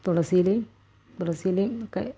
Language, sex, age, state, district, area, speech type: Malayalam, female, 45-60, Kerala, Malappuram, rural, spontaneous